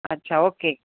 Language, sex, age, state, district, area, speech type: Marathi, female, 45-60, Maharashtra, Nanded, urban, conversation